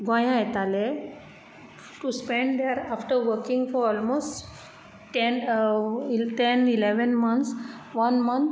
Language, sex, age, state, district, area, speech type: Goan Konkani, female, 45-60, Goa, Bardez, urban, spontaneous